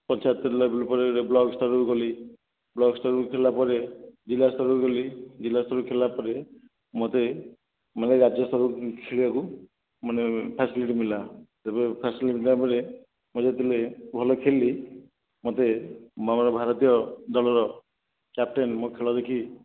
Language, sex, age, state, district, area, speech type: Odia, male, 45-60, Odisha, Nayagarh, rural, conversation